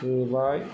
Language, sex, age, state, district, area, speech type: Bodo, male, 60+, Assam, Kokrajhar, rural, spontaneous